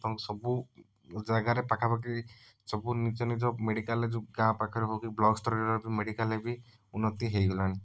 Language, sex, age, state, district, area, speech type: Odia, male, 30-45, Odisha, Cuttack, urban, spontaneous